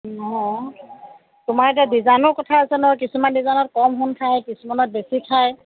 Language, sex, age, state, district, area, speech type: Assamese, female, 30-45, Assam, Sivasagar, rural, conversation